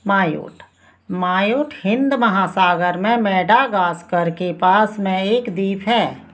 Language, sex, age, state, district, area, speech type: Hindi, female, 45-60, Madhya Pradesh, Narsinghpur, rural, read